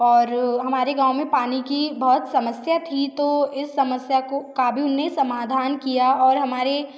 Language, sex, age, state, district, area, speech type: Hindi, female, 30-45, Madhya Pradesh, Betul, rural, spontaneous